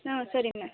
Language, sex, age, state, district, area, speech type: Kannada, female, 18-30, Karnataka, Mysore, urban, conversation